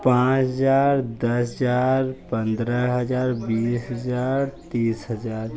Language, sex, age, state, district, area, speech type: Hindi, male, 18-30, Uttar Pradesh, Jaunpur, rural, spontaneous